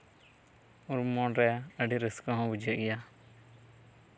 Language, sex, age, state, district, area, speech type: Santali, male, 18-30, West Bengal, Purba Bardhaman, rural, spontaneous